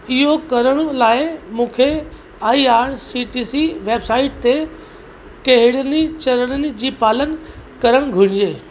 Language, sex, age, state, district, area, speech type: Sindhi, male, 30-45, Uttar Pradesh, Lucknow, rural, read